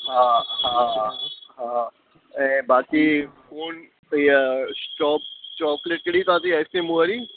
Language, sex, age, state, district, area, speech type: Sindhi, male, 30-45, Gujarat, Kutch, rural, conversation